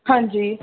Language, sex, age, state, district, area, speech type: Punjabi, female, 30-45, Punjab, Pathankot, rural, conversation